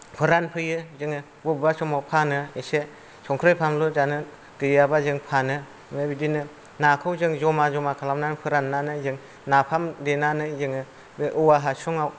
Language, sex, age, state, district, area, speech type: Bodo, male, 45-60, Assam, Kokrajhar, rural, spontaneous